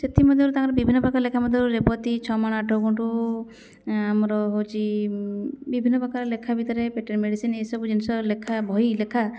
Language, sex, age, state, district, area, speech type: Odia, female, 30-45, Odisha, Jajpur, rural, spontaneous